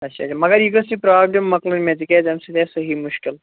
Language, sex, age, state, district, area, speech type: Kashmiri, male, 30-45, Jammu and Kashmir, Kupwara, rural, conversation